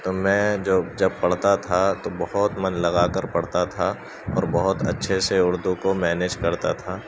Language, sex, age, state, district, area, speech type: Urdu, male, 18-30, Uttar Pradesh, Gautam Buddha Nagar, rural, spontaneous